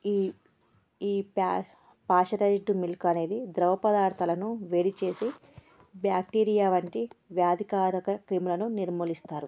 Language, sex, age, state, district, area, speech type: Telugu, female, 18-30, Andhra Pradesh, Krishna, urban, spontaneous